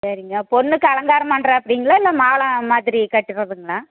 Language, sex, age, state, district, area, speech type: Tamil, female, 60+, Tamil Nadu, Erode, urban, conversation